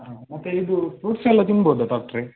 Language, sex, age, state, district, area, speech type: Kannada, male, 18-30, Karnataka, Udupi, rural, conversation